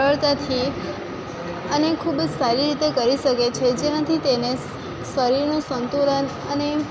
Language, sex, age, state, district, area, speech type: Gujarati, female, 18-30, Gujarat, Valsad, rural, spontaneous